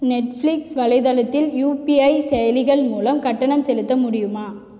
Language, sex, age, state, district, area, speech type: Tamil, female, 18-30, Tamil Nadu, Cuddalore, rural, read